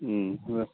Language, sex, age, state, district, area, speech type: Nepali, male, 30-45, West Bengal, Kalimpong, rural, conversation